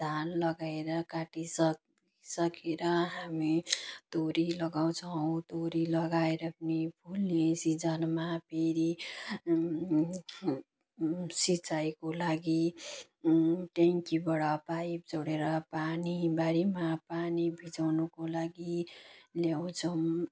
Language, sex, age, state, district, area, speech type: Nepali, female, 30-45, West Bengal, Jalpaiguri, rural, spontaneous